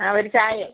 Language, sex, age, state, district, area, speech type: Malayalam, female, 60+, Kerala, Thiruvananthapuram, rural, conversation